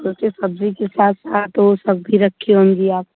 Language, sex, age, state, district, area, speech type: Hindi, female, 18-30, Uttar Pradesh, Mirzapur, rural, conversation